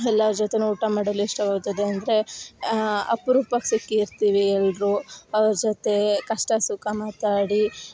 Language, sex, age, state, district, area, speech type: Kannada, female, 18-30, Karnataka, Chikkamagaluru, rural, spontaneous